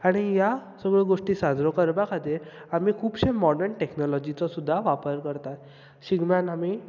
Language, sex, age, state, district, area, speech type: Goan Konkani, male, 18-30, Goa, Bardez, urban, spontaneous